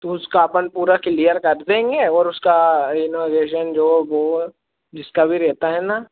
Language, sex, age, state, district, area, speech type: Hindi, male, 18-30, Madhya Pradesh, Harda, urban, conversation